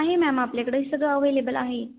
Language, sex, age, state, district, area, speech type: Marathi, female, 18-30, Maharashtra, Ahmednagar, rural, conversation